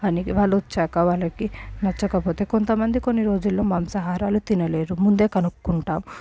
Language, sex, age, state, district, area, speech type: Telugu, female, 18-30, Telangana, Medchal, urban, spontaneous